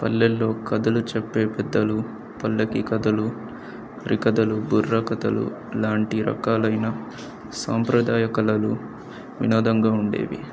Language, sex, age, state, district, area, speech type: Telugu, male, 18-30, Telangana, Medak, rural, spontaneous